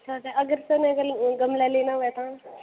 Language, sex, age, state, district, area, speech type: Dogri, female, 18-30, Jammu and Kashmir, Kathua, rural, conversation